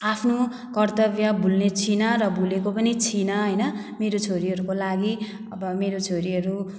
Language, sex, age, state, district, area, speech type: Nepali, female, 30-45, West Bengal, Jalpaiguri, rural, spontaneous